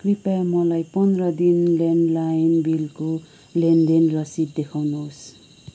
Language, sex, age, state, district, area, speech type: Nepali, female, 45-60, West Bengal, Kalimpong, rural, read